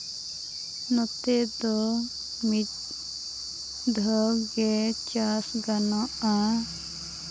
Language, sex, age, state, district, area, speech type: Santali, female, 30-45, Jharkhand, Seraikela Kharsawan, rural, spontaneous